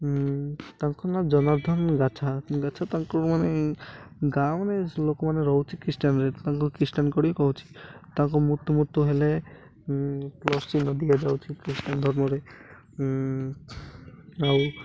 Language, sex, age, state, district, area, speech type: Odia, male, 18-30, Odisha, Malkangiri, urban, spontaneous